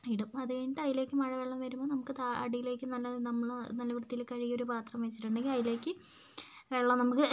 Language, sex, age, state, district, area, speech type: Malayalam, female, 30-45, Kerala, Kozhikode, urban, spontaneous